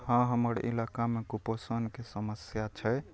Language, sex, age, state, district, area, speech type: Maithili, male, 18-30, Bihar, Araria, rural, spontaneous